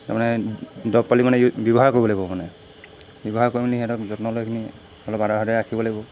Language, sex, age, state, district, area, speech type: Assamese, male, 45-60, Assam, Golaghat, rural, spontaneous